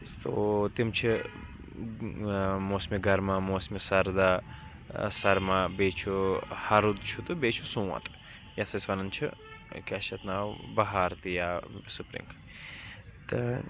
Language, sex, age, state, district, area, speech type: Kashmiri, male, 30-45, Jammu and Kashmir, Srinagar, urban, spontaneous